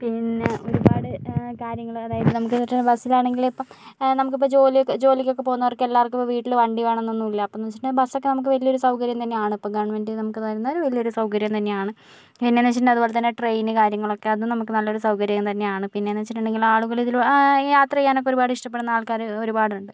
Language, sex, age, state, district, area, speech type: Malayalam, female, 30-45, Kerala, Kozhikode, urban, spontaneous